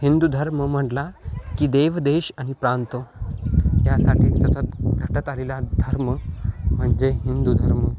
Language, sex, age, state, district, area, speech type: Marathi, male, 18-30, Maharashtra, Hingoli, urban, spontaneous